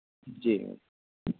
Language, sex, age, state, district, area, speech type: Hindi, male, 45-60, Uttar Pradesh, Lucknow, rural, conversation